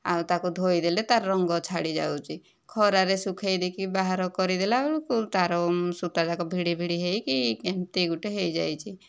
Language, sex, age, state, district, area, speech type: Odia, female, 60+, Odisha, Kandhamal, rural, spontaneous